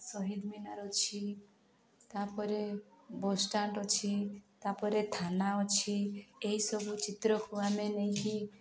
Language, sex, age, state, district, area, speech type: Odia, female, 18-30, Odisha, Nabarangpur, urban, spontaneous